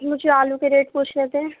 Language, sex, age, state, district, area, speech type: Urdu, female, 30-45, Uttar Pradesh, Gautam Buddha Nagar, urban, conversation